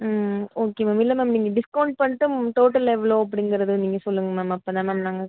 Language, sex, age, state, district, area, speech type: Tamil, female, 30-45, Tamil Nadu, Pudukkottai, rural, conversation